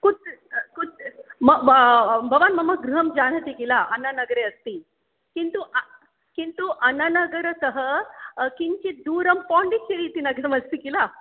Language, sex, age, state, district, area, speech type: Sanskrit, female, 45-60, Maharashtra, Mumbai City, urban, conversation